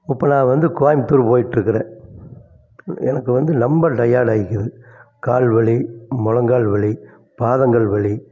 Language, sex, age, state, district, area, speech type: Tamil, male, 60+, Tamil Nadu, Erode, urban, spontaneous